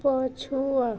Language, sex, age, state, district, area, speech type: Odia, female, 18-30, Odisha, Balangir, urban, read